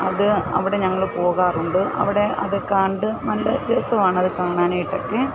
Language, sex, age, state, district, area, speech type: Malayalam, female, 45-60, Kerala, Kottayam, rural, spontaneous